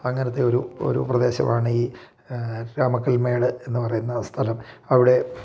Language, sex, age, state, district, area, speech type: Malayalam, male, 45-60, Kerala, Idukki, rural, spontaneous